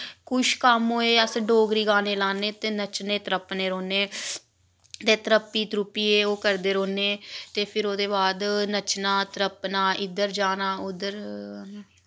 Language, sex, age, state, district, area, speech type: Dogri, female, 18-30, Jammu and Kashmir, Samba, rural, spontaneous